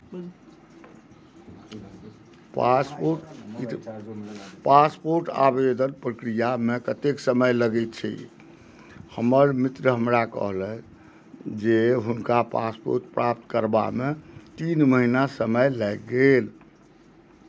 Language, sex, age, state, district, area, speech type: Maithili, male, 60+, Bihar, Madhubani, rural, read